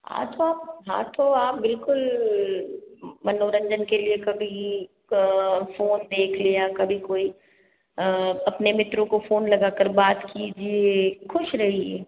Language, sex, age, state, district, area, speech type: Hindi, female, 60+, Rajasthan, Jodhpur, urban, conversation